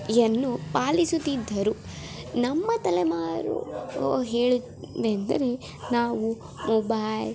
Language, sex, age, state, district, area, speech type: Kannada, female, 18-30, Karnataka, Chamarajanagar, rural, spontaneous